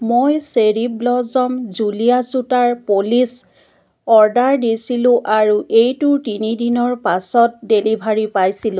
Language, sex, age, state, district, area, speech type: Assamese, female, 60+, Assam, Biswanath, rural, read